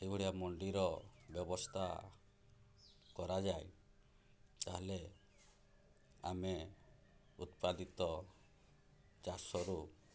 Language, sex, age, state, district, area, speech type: Odia, male, 45-60, Odisha, Mayurbhanj, rural, spontaneous